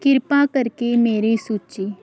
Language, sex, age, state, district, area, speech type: Punjabi, female, 18-30, Punjab, Hoshiarpur, rural, read